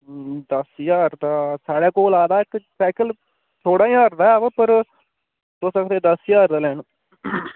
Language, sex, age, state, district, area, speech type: Dogri, male, 18-30, Jammu and Kashmir, Udhampur, rural, conversation